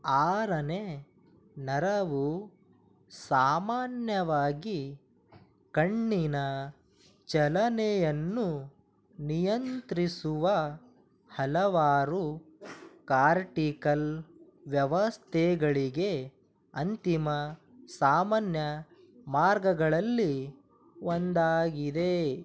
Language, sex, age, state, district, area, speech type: Kannada, male, 18-30, Karnataka, Bidar, rural, read